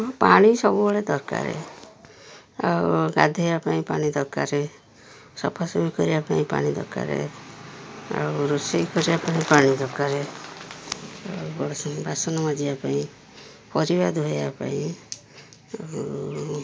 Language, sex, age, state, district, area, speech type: Odia, female, 60+, Odisha, Jagatsinghpur, rural, spontaneous